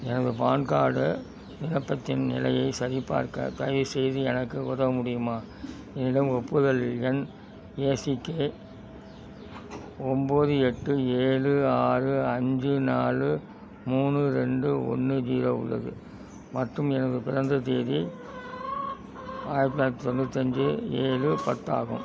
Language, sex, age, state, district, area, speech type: Tamil, male, 60+, Tamil Nadu, Thanjavur, rural, read